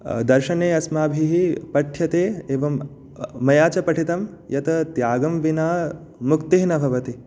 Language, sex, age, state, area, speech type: Sanskrit, male, 18-30, Jharkhand, urban, spontaneous